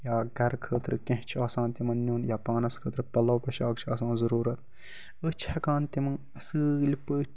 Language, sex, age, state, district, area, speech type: Kashmiri, male, 18-30, Jammu and Kashmir, Baramulla, rural, spontaneous